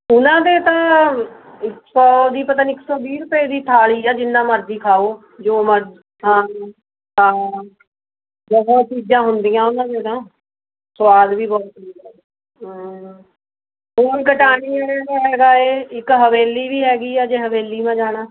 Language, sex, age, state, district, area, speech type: Punjabi, female, 45-60, Punjab, Mohali, urban, conversation